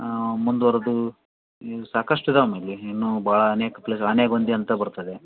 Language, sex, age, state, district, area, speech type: Kannada, male, 30-45, Karnataka, Koppal, rural, conversation